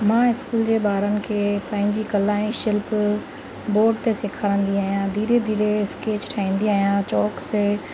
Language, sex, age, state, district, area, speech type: Sindhi, female, 30-45, Rajasthan, Ajmer, urban, spontaneous